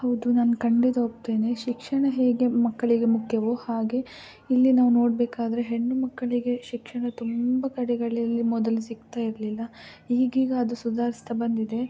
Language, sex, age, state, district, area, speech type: Kannada, female, 18-30, Karnataka, Dakshina Kannada, rural, spontaneous